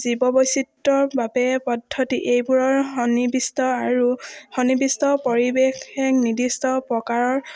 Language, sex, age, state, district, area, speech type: Assamese, female, 18-30, Assam, Charaideo, urban, spontaneous